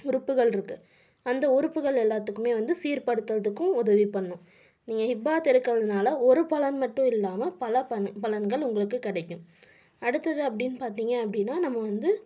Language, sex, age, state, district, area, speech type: Tamil, female, 18-30, Tamil Nadu, Tiruppur, urban, spontaneous